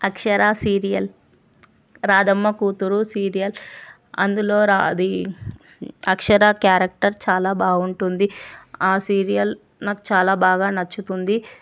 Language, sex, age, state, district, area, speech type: Telugu, female, 18-30, Telangana, Vikarabad, urban, spontaneous